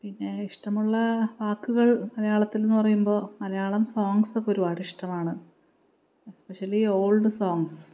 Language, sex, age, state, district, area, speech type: Malayalam, female, 30-45, Kerala, Palakkad, rural, spontaneous